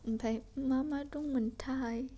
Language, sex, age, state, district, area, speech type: Bodo, female, 18-30, Assam, Kokrajhar, rural, spontaneous